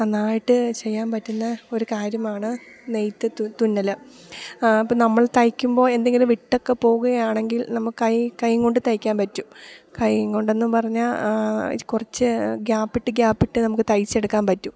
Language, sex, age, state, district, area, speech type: Malayalam, female, 30-45, Kerala, Idukki, rural, spontaneous